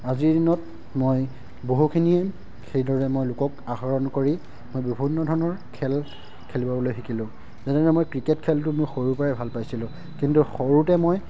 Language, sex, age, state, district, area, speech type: Assamese, male, 18-30, Assam, Lakhimpur, urban, spontaneous